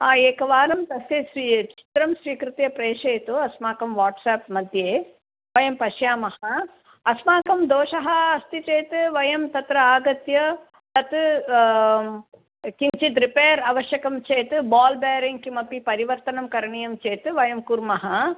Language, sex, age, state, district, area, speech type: Sanskrit, female, 60+, Kerala, Palakkad, urban, conversation